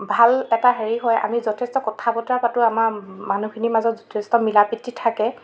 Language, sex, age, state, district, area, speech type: Assamese, female, 18-30, Assam, Jorhat, urban, spontaneous